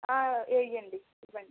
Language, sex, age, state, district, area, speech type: Telugu, female, 30-45, Andhra Pradesh, East Godavari, rural, conversation